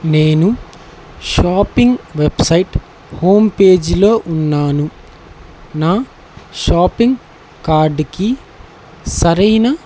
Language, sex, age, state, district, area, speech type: Telugu, male, 18-30, Andhra Pradesh, Nandyal, urban, spontaneous